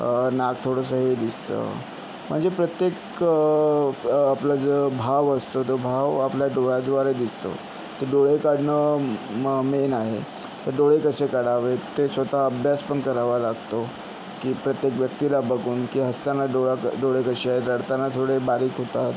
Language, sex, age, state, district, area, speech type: Marathi, male, 30-45, Maharashtra, Yavatmal, urban, spontaneous